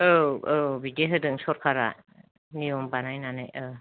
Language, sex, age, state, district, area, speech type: Bodo, female, 45-60, Assam, Kokrajhar, rural, conversation